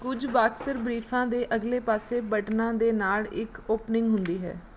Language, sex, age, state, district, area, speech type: Punjabi, female, 30-45, Punjab, Mansa, urban, read